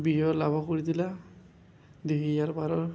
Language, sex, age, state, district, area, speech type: Odia, male, 18-30, Odisha, Balangir, urban, spontaneous